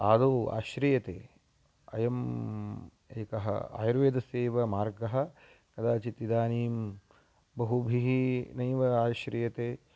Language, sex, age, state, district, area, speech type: Sanskrit, male, 30-45, Karnataka, Uttara Kannada, rural, spontaneous